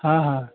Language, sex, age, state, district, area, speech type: Hindi, male, 30-45, Bihar, Vaishali, urban, conversation